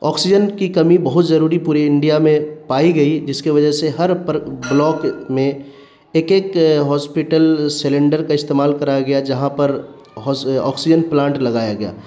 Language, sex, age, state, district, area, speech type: Urdu, male, 30-45, Bihar, Khagaria, rural, spontaneous